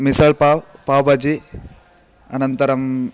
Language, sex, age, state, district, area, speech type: Sanskrit, male, 18-30, Karnataka, Bagalkot, rural, spontaneous